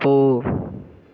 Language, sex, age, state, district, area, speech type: Tamil, male, 30-45, Tamil Nadu, Tiruvarur, rural, read